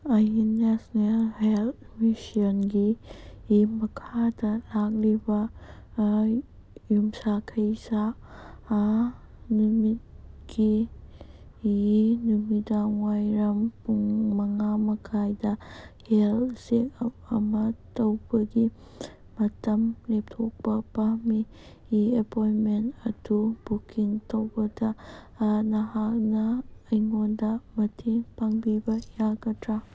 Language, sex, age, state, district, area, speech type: Manipuri, female, 18-30, Manipur, Kangpokpi, urban, read